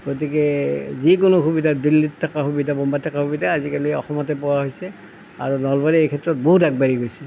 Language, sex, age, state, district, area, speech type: Assamese, male, 60+, Assam, Nalbari, rural, spontaneous